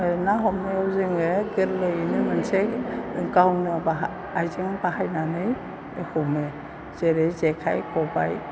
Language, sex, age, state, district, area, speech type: Bodo, female, 60+, Assam, Chirang, rural, spontaneous